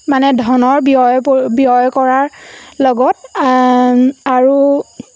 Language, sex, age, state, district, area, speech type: Assamese, female, 18-30, Assam, Lakhimpur, rural, spontaneous